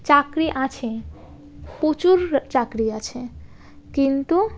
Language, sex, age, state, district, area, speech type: Bengali, female, 18-30, West Bengal, Birbhum, urban, spontaneous